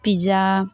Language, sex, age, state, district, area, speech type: Manipuri, female, 18-30, Manipur, Thoubal, rural, spontaneous